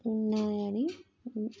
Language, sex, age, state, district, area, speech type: Telugu, female, 30-45, Telangana, Jagtial, rural, spontaneous